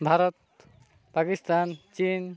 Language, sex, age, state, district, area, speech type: Odia, male, 18-30, Odisha, Koraput, urban, spontaneous